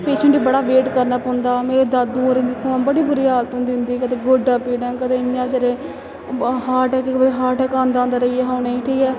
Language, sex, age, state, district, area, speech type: Dogri, female, 18-30, Jammu and Kashmir, Samba, rural, spontaneous